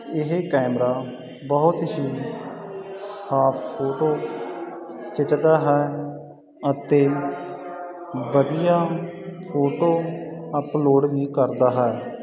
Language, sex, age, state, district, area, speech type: Punjabi, male, 30-45, Punjab, Sangrur, rural, spontaneous